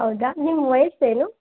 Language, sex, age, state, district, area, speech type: Kannada, female, 18-30, Karnataka, Chitradurga, urban, conversation